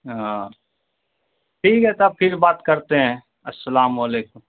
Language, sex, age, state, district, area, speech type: Urdu, male, 45-60, Bihar, Supaul, rural, conversation